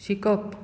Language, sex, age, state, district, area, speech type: Goan Konkani, male, 18-30, Goa, Bardez, rural, read